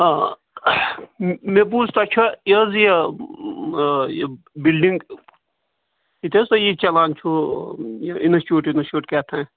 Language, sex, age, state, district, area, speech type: Kashmiri, male, 45-60, Jammu and Kashmir, Srinagar, urban, conversation